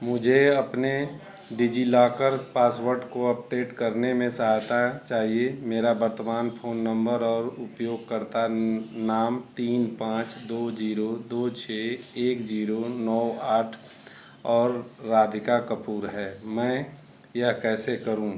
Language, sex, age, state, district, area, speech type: Hindi, male, 45-60, Uttar Pradesh, Mau, urban, read